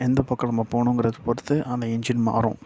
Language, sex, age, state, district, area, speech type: Tamil, male, 18-30, Tamil Nadu, Nagapattinam, rural, spontaneous